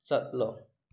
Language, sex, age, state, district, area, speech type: Manipuri, male, 30-45, Manipur, Tengnoupal, rural, read